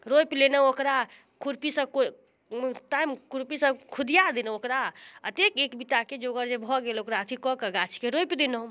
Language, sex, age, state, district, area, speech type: Maithili, female, 30-45, Bihar, Muzaffarpur, rural, spontaneous